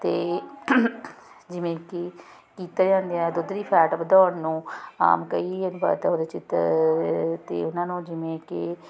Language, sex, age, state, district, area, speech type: Punjabi, female, 30-45, Punjab, Ludhiana, urban, spontaneous